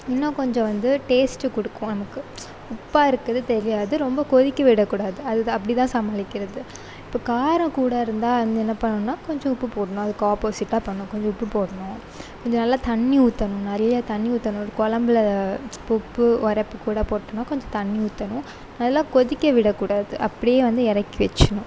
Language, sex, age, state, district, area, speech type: Tamil, female, 18-30, Tamil Nadu, Sivaganga, rural, spontaneous